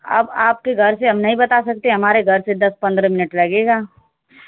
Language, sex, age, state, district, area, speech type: Hindi, female, 30-45, Uttar Pradesh, Azamgarh, rural, conversation